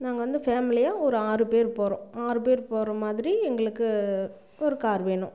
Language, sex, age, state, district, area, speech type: Tamil, female, 45-60, Tamil Nadu, Namakkal, rural, spontaneous